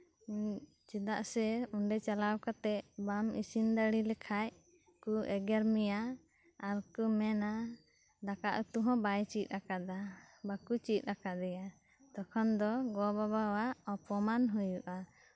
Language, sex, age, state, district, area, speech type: Santali, other, 18-30, West Bengal, Birbhum, rural, spontaneous